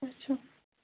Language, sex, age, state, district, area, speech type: Kashmiri, female, 18-30, Jammu and Kashmir, Bandipora, rural, conversation